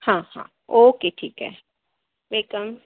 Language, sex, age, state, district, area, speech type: Marathi, female, 18-30, Maharashtra, Akola, urban, conversation